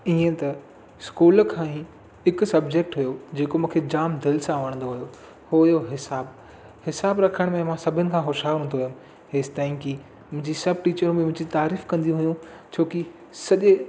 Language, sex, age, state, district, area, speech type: Sindhi, male, 18-30, Maharashtra, Thane, urban, spontaneous